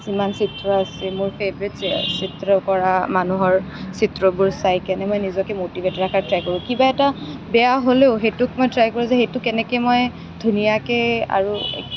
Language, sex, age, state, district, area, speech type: Assamese, female, 18-30, Assam, Kamrup Metropolitan, urban, spontaneous